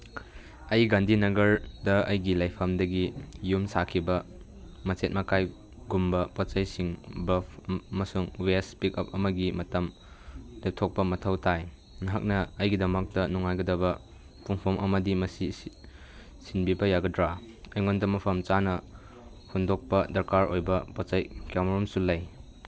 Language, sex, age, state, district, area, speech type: Manipuri, male, 30-45, Manipur, Chandel, rural, read